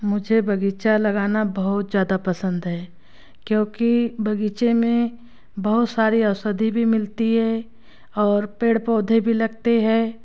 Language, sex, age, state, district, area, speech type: Hindi, female, 30-45, Madhya Pradesh, Betul, rural, spontaneous